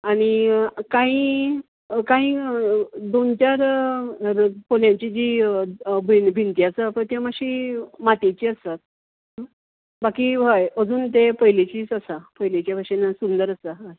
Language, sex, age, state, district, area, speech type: Goan Konkani, female, 45-60, Goa, Canacona, rural, conversation